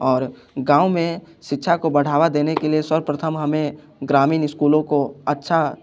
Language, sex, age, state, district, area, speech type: Hindi, male, 18-30, Bihar, Muzaffarpur, rural, spontaneous